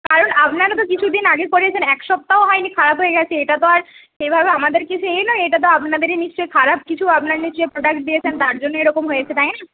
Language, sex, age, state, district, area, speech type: Bengali, female, 18-30, West Bengal, Jhargram, rural, conversation